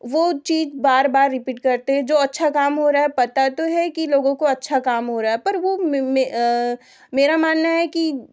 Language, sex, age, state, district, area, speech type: Hindi, female, 18-30, Madhya Pradesh, Betul, urban, spontaneous